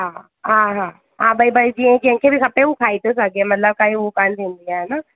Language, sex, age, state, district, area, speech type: Sindhi, female, 18-30, Rajasthan, Ajmer, urban, conversation